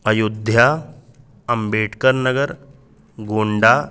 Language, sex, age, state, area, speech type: Sanskrit, male, 30-45, Uttar Pradesh, urban, spontaneous